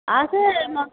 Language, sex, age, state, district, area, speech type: Odia, female, 60+, Odisha, Nayagarh, rural, conversation